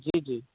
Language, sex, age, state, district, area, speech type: Hindi, male, 30-45, Bihar, Darbhanga, rural, conversation